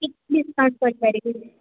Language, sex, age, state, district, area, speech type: Odia, female, 18-30, Odisha, Sundergarh, urban, conversation